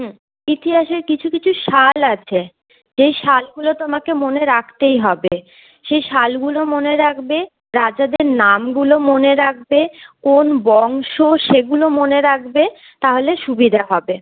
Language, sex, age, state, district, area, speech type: Bengali, female, 30-45, West Bengal, Purulia, rural, conversation